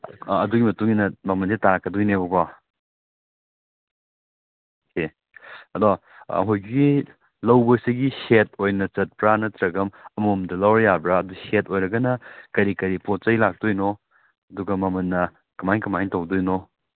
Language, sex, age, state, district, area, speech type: Manipuri, male, 18-30, Manipur, Kakching, rural, conversation